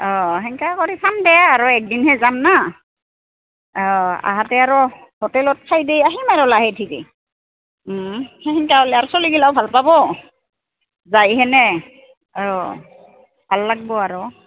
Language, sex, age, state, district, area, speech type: Assamese, female, 45-60, Assam, Goalpara, urban, conversation